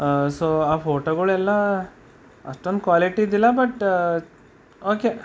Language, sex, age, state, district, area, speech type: Kannada, male, 30-45, Karnataka, Bidar, urban, spontaneous